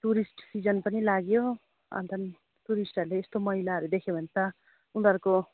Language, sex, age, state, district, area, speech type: Nepali, female, 30-45, West Bengal, Darjeeling, rural, conversation